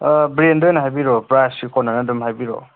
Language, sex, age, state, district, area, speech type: Manipuri, male, 18-30, Manipur, Kangpokpi, urban, conversation